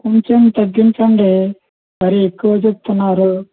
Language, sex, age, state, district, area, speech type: Telugu, male, 60+, Andhra Pradesh, Konaseema, rural, conversation